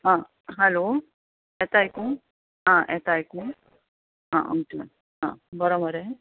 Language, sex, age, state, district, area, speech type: Goan Konkani, female, 30-45, Goa, Bardez, rural, conversation